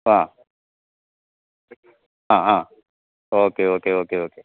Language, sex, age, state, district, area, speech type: Malayalam, male, 60+, Kerala, Kottayam, urban, conversation